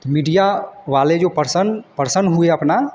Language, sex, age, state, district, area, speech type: Hindi, male, 30-45, Bihar, Vaishali, urban, spontaneous